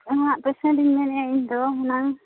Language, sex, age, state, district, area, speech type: Santali, female, 30-45, Jharkhand, Seraikela Kharsawan, rural, conversation